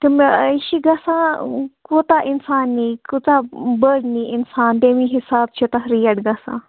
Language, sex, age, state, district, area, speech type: Kashmiri, female, 30-45, Jammu and Kashmir, Kulgam, rural, conversation